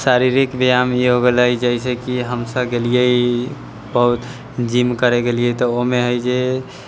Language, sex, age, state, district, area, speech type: Maithili, male, 18-30, Bihar, Muzaffarpur, rural, spontaneous